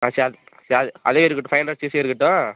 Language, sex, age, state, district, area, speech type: Tamil, female, 18-30, Tamil Nadu, Dharmapuri, urban, conversation